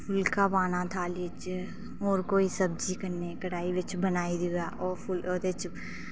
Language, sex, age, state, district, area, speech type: Dogri, female, 30-45, Jammu and Kashmir, Reasi, rural, spontaneous